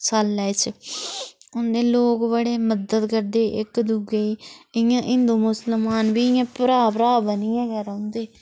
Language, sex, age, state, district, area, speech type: Dogri, female, 30-45, Jammu and Kashmir, Udhampur, rural, spontaneous